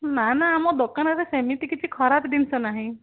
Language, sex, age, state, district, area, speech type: Odia, female, 60+, Odisha, Jharsuguda, rural, conversation